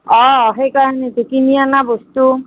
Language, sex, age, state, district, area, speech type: Assamese, female, 45-60, Assam, Nagaon, rural, conversation